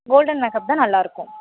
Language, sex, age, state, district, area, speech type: Tamil, female, 30-45, Tamil Nadu, Thanjavur, rural, conversation